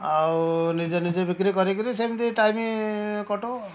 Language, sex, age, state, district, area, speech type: Odia, male, 60+, Odisha, Kendujhar, urban, spontaneous